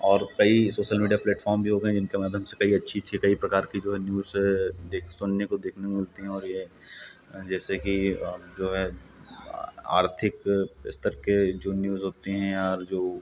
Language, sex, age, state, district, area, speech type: Hindi, male, 30-45, Uttar Pradesh, Hardoi, rural, spontaneous